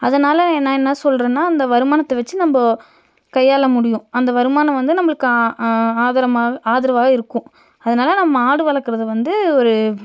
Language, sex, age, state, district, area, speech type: Tamil, female, 30-45, Tamil Nadu, Nilgiris, urban, spontaneous